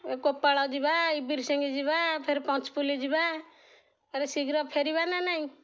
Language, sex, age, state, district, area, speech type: Odia, female, 60+, Odisha, Jagatsinghpur, rural, spontaneous